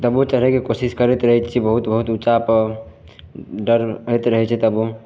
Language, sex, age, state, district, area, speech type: Maithili, male, 18-30, Bihar, Madhepura, rural, spontaneous